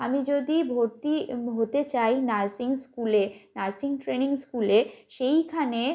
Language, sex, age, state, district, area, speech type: Bengali, female, 18-30, West Bengal, Jalpaiguri, rural, spontaneous